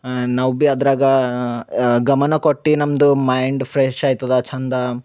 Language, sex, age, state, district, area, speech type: Kannada, male, 18-30, Karnataka, Bidar, urban, spontaneous